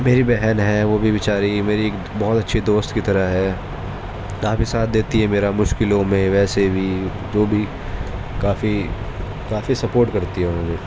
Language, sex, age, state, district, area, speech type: Urdu, male, 18-30, Delhi, East Delhi, urban, spontaneous